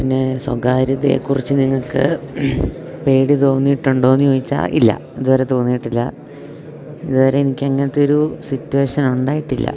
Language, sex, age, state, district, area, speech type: Malayalam, male, 18-30, Kerala, Idukki, rural, spontaneous